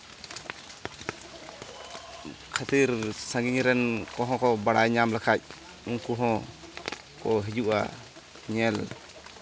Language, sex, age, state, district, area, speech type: Santali, male, 30-45, West Bengal, Bankura, rural, spontaneous